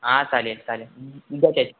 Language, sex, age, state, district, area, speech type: Marathi, male, 18-30, Maharashtra, Satara, urban, conversation